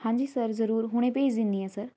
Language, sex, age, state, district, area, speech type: Punjabi, female, 18-30, Punjab, Patiala, rural, spontaneous